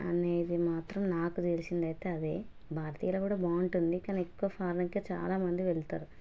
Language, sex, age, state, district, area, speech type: Telugu, female, 30-45, Telangana, Hanamkonda, rural, spontaneous